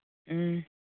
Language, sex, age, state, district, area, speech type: Manipuri, female, 60+, Manipur, Churachandpur, urban, conversation